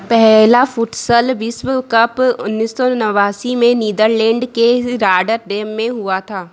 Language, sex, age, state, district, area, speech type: Hindi, female, 30-45, Madhya Pradesh, Harda, urban, read